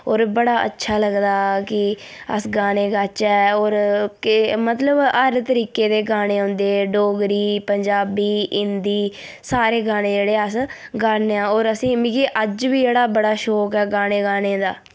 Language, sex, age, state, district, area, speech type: Dogri, female, 18-30, Jammu and Kashmir, Udhampur, rural, spontaneous